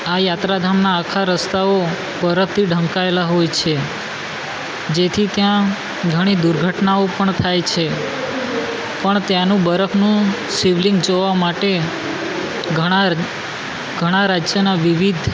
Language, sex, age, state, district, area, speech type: Gujarati, male, 18-30, Gujarat, Valsad, rural, spontaneous